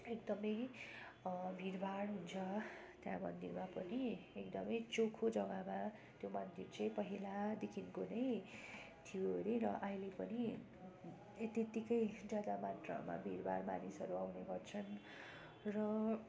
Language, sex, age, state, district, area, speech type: Nepali, female, 30-45, West Bengal, Darjeeling, rural, spontaneous